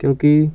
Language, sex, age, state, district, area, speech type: Punjabi, male, 18-30, Punjab, Amritsar, urban, spontaneous